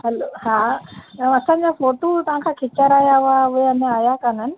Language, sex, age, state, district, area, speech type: Sindhi, female, 30-45, Rajasthan, Ajmer, urban, conversation